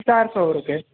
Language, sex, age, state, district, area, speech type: Sindhi, male, 18-30, Uttar Pradesh, Lucknow, urban, conversation